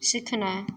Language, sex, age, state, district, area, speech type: Maithili, female, 30-45, Bihar, Madhepura, rural, read